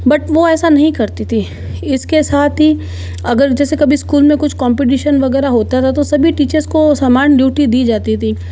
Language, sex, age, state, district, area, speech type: Hindi, female, 30-45, Rajasthan, Jodhpur, urban, spontaneous